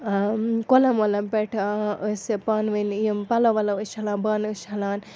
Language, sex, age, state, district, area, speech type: Kashmiri, female, 18-30, Jammu and Kashmir, Srinagar, urban, spontaneous